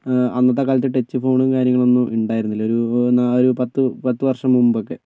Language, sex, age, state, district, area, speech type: Malayalam, male, 45-60, Kerala, Kozhikode, urban, spontaneous